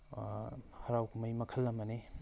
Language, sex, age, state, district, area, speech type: Manipuri, male, 45-60, Manipur, Tengnoupal, rural, spontaneous